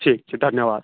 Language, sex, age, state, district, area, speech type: Maithili, male, 18-30, Bihar, Supaul, urban, conversation